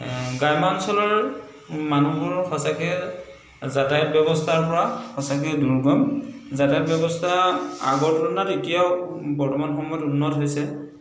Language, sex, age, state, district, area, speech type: Assamese, male, 30-45, Assam, Dhemaji, rural, spontaneous